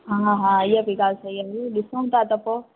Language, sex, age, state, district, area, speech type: Sindhi, female, 18-30, Gujarat, Junagadh, urban, conversation